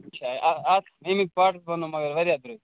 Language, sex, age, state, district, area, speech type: Kashmiri, male, 18-30, Jammu and Kashmir, Kupwara, rural, conversation